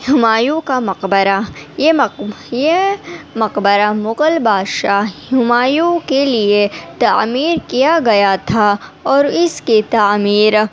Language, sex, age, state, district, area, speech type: Urdu, female, 18-30, Delhi, North East Delhi, urban, spontaneous